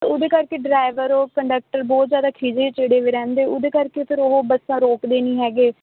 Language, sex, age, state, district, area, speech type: Punjabi, female, 18-30, Punjab, Kapurthala, urban, conversation